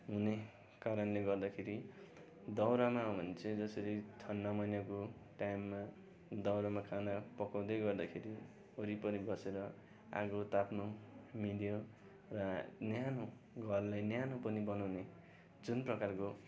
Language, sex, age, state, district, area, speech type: Nepali, male, 18-30, West Bengal, Darjeeling, rural, spontaneous